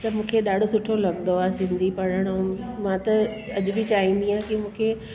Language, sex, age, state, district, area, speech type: Sindhi, female, 45-60, Delhi, South Delhi, urban, spontaneous